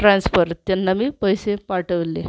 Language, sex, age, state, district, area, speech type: Marathi, female, 45-60, Maharashtra, Amravati, urban, spontaneous